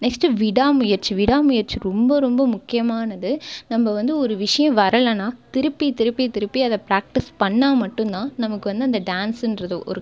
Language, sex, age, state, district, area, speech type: Tamil, female, 18-30, Tamil Nadu, Cuddalore, urban, spontaneous